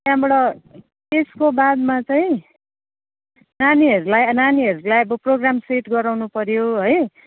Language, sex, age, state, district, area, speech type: Nepali, female, 45-60, West Bengal, Jalpaiguri, urban, conversation